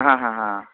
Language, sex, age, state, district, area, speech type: Bengali, male, 45-60, West Bengal, Hooghly, urban, conversation